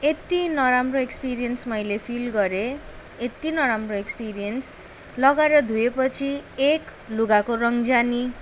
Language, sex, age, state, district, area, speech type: Nepali, female, 18-30, West Bengal, Darjeeling, rural, spontaneous